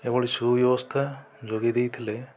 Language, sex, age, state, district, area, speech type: Odia, male, 45-60, Odisha, Kandhamal, rural, spontaneous